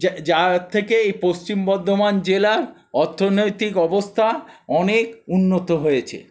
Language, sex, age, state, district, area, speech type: Bengali, male, 60+, West Bengal, Paschim Bardhaman, urban, spontaneous